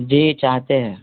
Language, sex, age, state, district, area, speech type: Urdu, male, 30-45, Bihar, East Champaran, urban, conversation